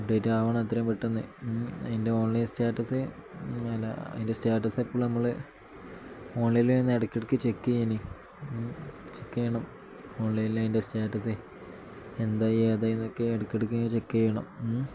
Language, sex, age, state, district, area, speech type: Malayalam, male, 18-30, Kerala, Malappuram, rural, spontaneous